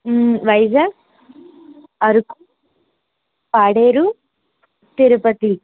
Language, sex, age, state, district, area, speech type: Telugu, female, 18-30, Andhra Pradesh, Vizianagaram, rural, conversation